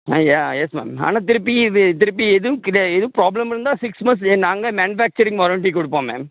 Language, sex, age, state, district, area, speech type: Tamil, male, 30-45, Tamil Nadu, Tirunelveli, rural, conversation